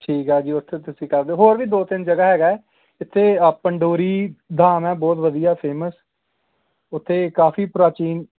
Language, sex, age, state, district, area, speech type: Punjabi, male, 18-30, Punjab, Gurdaspur, rural, conversation